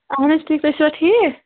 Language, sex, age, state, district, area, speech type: Kashmiri, female, 30-45, Jammu and Kashmir, Kulgam, rural, conversation